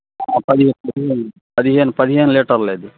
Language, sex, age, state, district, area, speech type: Telugu, male, 60+, Andhra Pradesh, Bapatla, urban, conversation